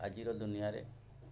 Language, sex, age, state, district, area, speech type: Odia, male, 45-60, Odisha, Mayurbhanj, rural, spontaneous